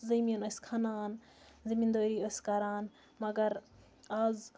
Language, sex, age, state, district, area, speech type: Kashmiri, female, 18-30, Jammu and Kashmir, Baramulla, rural, spontaneous